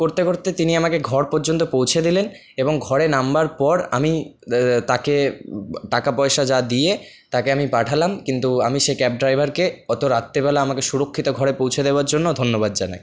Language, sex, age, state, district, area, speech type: Bengali, male, 30-45, West Bengal, Paschim Bardhaman, rural, spontaneous